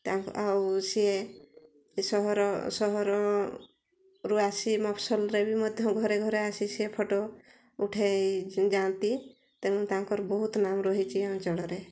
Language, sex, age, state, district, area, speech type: Odia, female, 60+, Odisha, Mayurbhanj, rural, spontaneous